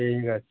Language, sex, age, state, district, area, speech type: Bengali, male, 18-30, West Bengal, Howrah, urban, conversation